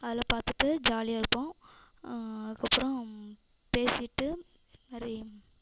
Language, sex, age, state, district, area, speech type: Tamil, female, 18-30, Tamil Nadu, Namakkal, rural, spontaneous